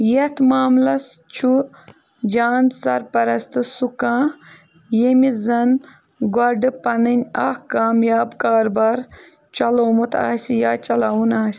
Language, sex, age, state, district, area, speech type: Kashmiri, female, 18-30, Jammu and Kashmir, Ganderbal, rural, read